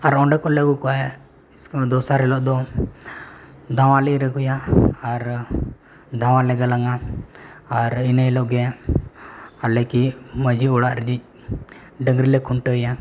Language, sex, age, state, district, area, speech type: Santali, male, 18-30, Jharkhand, East Singhbhum, rural, spontaneous